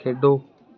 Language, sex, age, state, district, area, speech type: Punjabi, male, 18-30, Punjab, Fatehgarh Sahib, rural, read